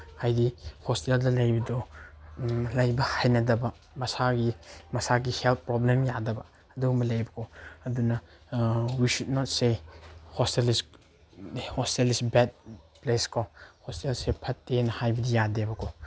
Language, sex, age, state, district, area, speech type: Manipuri, male, 18-30, Manipur, Chandel, rural, spontaneous